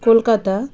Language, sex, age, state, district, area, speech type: Bengali, female, 30-45, West Bengal, Birbhum, urban, spontaneous